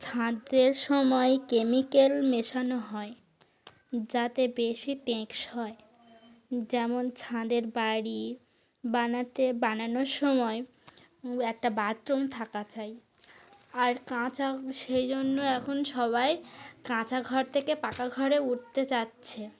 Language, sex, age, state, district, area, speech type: Bengali, female, 45-60, West Bengal, North 24 Parganas, rural, spontaneous